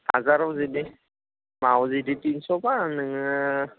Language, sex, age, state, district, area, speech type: Bodo, male, 30-45, Assam, Udalguri, rural, conversation